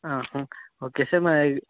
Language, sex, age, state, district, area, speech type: Telugu, male, 18-30, Telangana, Karimnagar, rural, conversation